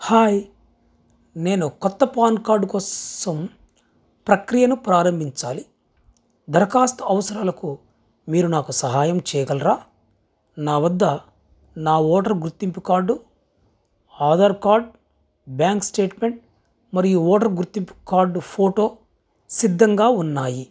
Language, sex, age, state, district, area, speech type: Telugu, male, 30-45, Andhra Pradesh, Krishna, urban, read